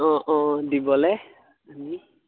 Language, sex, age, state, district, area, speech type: Assamese, male, 18-30, Assam, Charaideo, rural, conversation